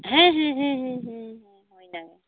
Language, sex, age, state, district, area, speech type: Santali, female, 18-30, West Bengal, Purulia, rural, conversation